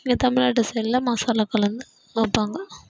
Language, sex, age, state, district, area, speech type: Tamil, female, 18-30, Tamil Nadu, Kallakurichi, rural, spontaneous